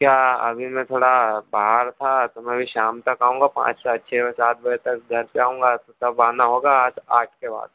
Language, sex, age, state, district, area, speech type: Hindi, male, 30-45, Madhya Pradesh, Harda, urban, conversation